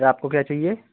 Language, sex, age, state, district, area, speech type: Hindi, male, 18-30, Madhya Pradesh, Seoni, urban, conversation